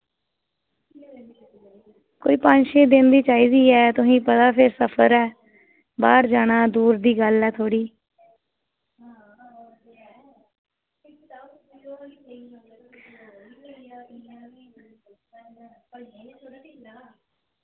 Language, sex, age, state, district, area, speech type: Dogri, female, 18-30, Jammu and Kashmir, Reasi, rural, conversation